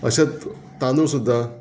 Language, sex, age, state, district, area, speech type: Goan Konkani, male, 45-60, Goa, Murmgao, rural, spontaneous